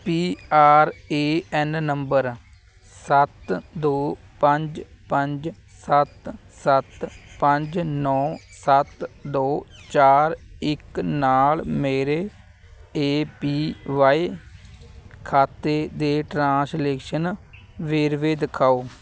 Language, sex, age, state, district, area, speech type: Punjabi, male, 18-30, Punjab, Fatehgarh Sahib, rural, read